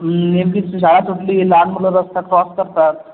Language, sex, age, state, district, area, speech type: Marathi, male, 30-45, Maharashtra, Buldhana, rural, conversation